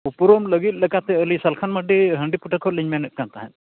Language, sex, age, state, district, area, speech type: Santali, male, 45-60, Odisha, Mayurbhanj, rural, conversation